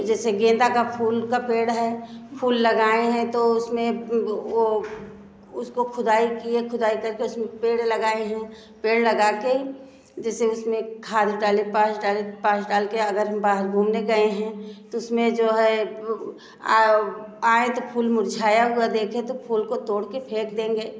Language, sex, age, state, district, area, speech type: Hindi, female, 45-60, Uttar Pradesh, Bhadohi, rural, spontaneous